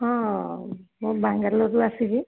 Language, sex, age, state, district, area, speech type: Odia, female, 30-45, Odisha, Sambalpur, rural, conversation